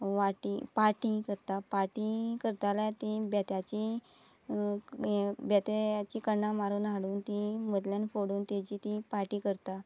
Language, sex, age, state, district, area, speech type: Goan Konkani, female, 30-45, Goa, Quepem, rural, spontaneous